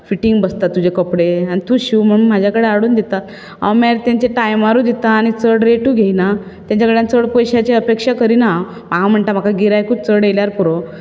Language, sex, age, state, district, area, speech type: Goan Konkani, female, 30-45, Goa, Bardez, urban, spontaneous